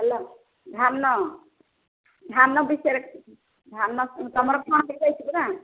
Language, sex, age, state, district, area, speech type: Odia, female, 45-60, Odisha, Gajapati, rural, conversation